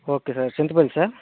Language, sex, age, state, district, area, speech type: Telugu, male, 60+, Andhra Pradesh, Vizianagaram, rural, conversation